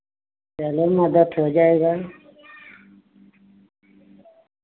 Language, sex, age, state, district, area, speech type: Hindi, female, 60+, Uttar Pradesh, Varanasi, rural, conversation